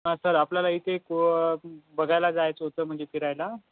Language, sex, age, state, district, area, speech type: Marathi, male, 18-30, Maharashtra, Yavatmal, rural, conversation